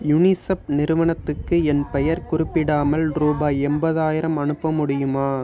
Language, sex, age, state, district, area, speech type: Tamil, male, 18-30, Tamil Nadu, Pudukkottai, rural, read